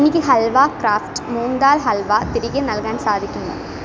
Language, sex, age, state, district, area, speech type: Malayalam, female, 18-30, Kerala, Kottayam, rural, read